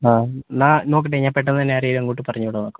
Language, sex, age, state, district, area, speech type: Malayalam, male, 30-45, Kerala, Wayanad, rural, conversation